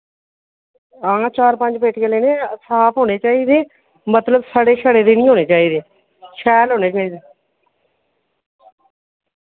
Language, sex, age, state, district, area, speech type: Dogri, female, 45-60, Jammu and Kashmir, Reasi, rural, conversation